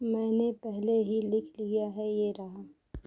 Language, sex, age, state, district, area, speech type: Hindi, female, 30-45, Uttar Pradesh, Pratapgarh, rural, read